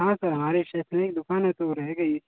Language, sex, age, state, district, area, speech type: Hindi, male, 18-30, Uttar Pradesh, Mau, rural, conversation